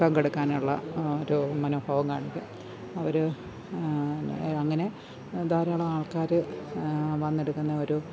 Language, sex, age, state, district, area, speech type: Malayalam, female, 60+, Kerala, Pathanamthitta, rural, spontaneous